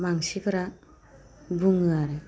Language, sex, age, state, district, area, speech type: Bodo, female, 45-60, Assam, Baksa, rural, spontaneous